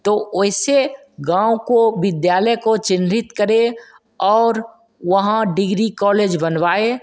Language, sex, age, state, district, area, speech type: Hindi, male, 30-45, Bihar, Begusarai, rural, spontaneous